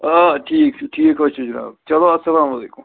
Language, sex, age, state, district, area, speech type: Kashmiri, male, 30-45, Jammu and Kashmir, Srinagar, urban, conversation